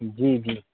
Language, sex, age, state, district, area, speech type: Urdu, male, 18-30, Bihar, Saharsa, rural, conversation